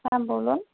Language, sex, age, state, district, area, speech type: Bengali, female, 45-60, West Bengal, Nadia, rural, conversation